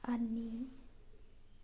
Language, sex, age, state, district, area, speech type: Manipuri, female, 18-30, Manipur, Thoubal, rural, read